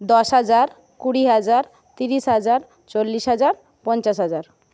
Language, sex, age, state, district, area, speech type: Bengali, female, 60+, West Bengal, Paschim Medinipur, rural, spontaneous